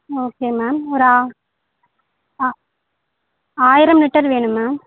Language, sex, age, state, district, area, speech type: Tamil, female, 45-60, Tamil Nadu, Tiruchirappalli, rural, conversation